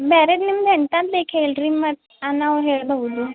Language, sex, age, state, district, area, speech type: Kannada, female, 18-30, Karnataka, Belgaum, rural, conversation